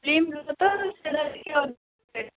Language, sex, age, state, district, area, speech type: Odia, female, 18-30, Odisha, Malkangiri, urban, conversation